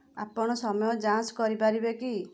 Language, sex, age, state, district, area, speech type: Odia, female, 45-60, Odisha, Kendujhar, urban, read